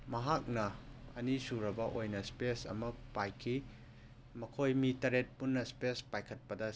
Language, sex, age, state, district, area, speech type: Manipuri, male, 30-45, Manipur, Tengnoupal, rural, spontaneous